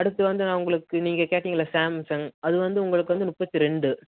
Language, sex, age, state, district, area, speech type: Tamil, male, 18-30, Tamil Nadu, Tenkasi, urban, conversation